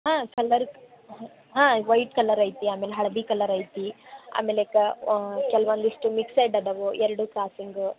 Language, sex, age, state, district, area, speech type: Kannada, female, 18-30, Karnataka, Gadag, urban, conversation